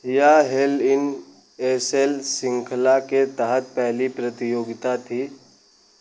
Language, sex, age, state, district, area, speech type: Hindi, male, 18-30, Uttar Pradesh, Pratapgarh, rural, read